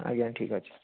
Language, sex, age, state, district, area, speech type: Odia, male, 18-30, Odisha, Puri, urban, conversation